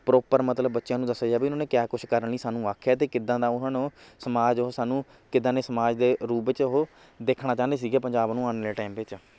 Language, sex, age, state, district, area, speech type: Punjabi, male, 60+, Punjab, Shaheed Bhagat Singh Nagar, urban, spontaneous